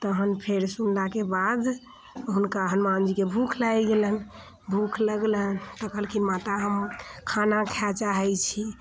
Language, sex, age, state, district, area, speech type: Maithili, female, 30-45, Bihar, Muzaffarpur, urban, spontaneous